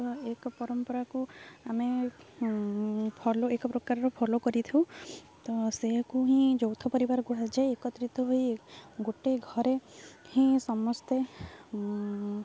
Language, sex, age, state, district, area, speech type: Odia, female, 18-30, Odisha, Jagatsinghpur, rural, spontaneous